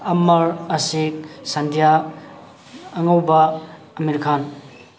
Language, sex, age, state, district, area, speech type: Manipuri, male, 30-45, Manipur, Thoubal, rural, spontaneous